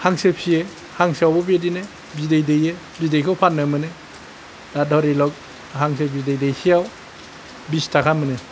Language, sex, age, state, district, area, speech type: Bodo, male, 60+, Assam, Kokrajhar, urban, spontaneous